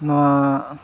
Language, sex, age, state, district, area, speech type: Santali, male, 30-45, Jharkhand, Seraikela Kharsawan, rural, spontaneous